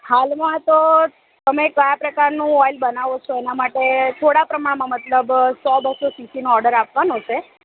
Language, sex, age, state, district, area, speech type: Gujarati, female, 30-45, Gujarat, Narmada, rural, conversation